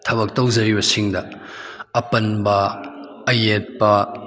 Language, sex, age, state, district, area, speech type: Manipuri, male, 18-30, Manipur, Kakching, rural, spontaneous